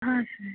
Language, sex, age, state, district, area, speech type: Kannada, female, 18-30, Karnataka, Gulbarga, urban, conversation